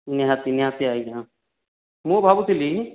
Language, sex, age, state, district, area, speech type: Odia, male, 45-60, Odisha, Boudh, rural, conversation